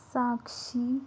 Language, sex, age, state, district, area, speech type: Kannada, female, 18-30, Karnataka, Shimoga, rural, spontaneous